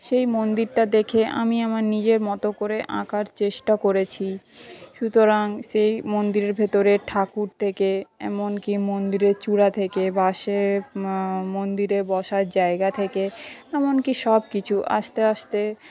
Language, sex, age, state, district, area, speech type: Bengali, female, 18-30, West Bengal, Paschim Medinipur, rural, spontaneous